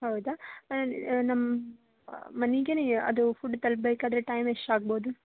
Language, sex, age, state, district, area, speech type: Kannada, female, 18-30, Karnataka, Gadag, urban, conversation